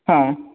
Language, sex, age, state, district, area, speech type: Kannada, male, 30-45, Karnataka, Bangalore Rural, rural, conversation